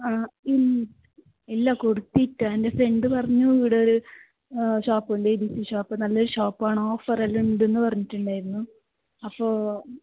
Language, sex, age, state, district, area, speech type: Malayalam, female, 18-30, Kerala, Kasaragod, rural, conversation